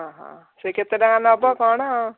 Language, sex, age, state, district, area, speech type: Odia, female, 45-60, Odisha, Gajapati, rural, conversation